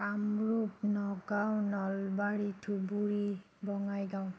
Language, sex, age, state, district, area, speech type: Assamese, female, 30-45, Assam, Nagaon, urban, spontaneous